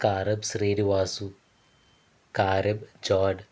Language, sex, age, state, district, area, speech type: Telugu, male, 60+, Andhra Pradesh, Konaseema, rural, spontaneous